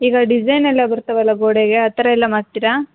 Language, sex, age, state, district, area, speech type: Kannada, female, 30-45, Karnataka, Hassan, rural, conversation